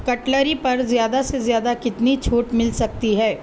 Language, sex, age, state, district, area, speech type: Urdu, female, 30-45, Telangana, Hyderabad, urban, read